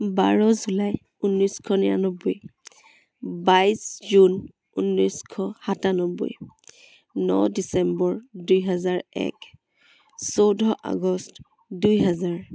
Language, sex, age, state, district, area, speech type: Assamese, female, 18-30, Assam, Charaideo, urban, spontaneous